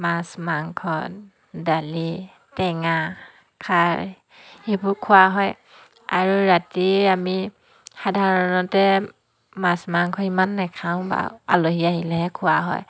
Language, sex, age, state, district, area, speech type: Assamese, female, 30-45, Assam, Dhemaji, rural, spontaneous